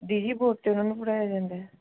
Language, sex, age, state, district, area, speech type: Punjabi, female, 45-60, Punjab, Gurdaspur, urban, conversation